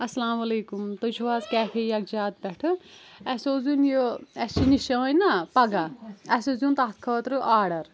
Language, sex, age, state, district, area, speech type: Kashmiri, female, 18-30, Jammu and Kashmir, Kulgam, rural, spontaneous